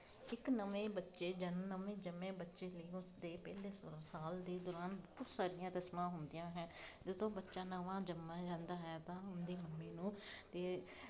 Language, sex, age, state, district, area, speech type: Punjabi, female, 30-45, Punjab, Jalandhar, urban, spontaneous